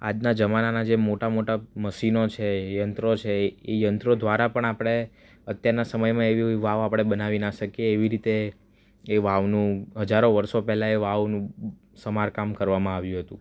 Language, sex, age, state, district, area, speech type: Gujarati, male, 18-30, Gujarat, Surat, urban, spontaneous